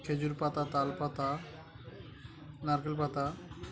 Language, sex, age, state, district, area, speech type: Bengali, male, 18-30, West Bengal, Uttar Dinajpur, urban, spontaneous